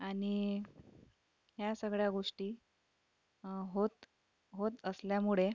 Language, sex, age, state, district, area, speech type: Marathi, female, 30-45, Maharashtra, Akola, urban, spontaneous